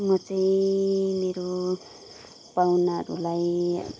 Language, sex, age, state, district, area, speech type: Nepali, female, 30-45, West Bengal, Kalimpong, rural, spontaneous